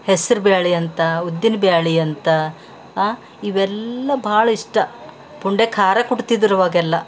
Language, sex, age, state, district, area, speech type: Kannada, female, 60+, Karnataka, Bidar, urban, spontaneous